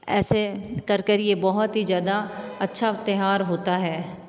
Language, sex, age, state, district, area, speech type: Hindi, female, 30-45, Rajasthan, Jodhpur, urban, spontaneous